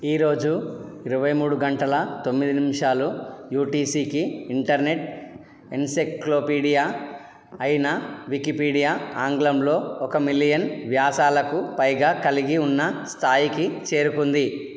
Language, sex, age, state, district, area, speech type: Telugu, male, 30-45, Telangana, Karimnagar, rural, read